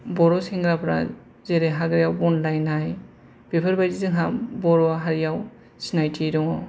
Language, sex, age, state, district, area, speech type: Bodo, male, 30-45, Assam, Kokrajhar, rural, spontaneous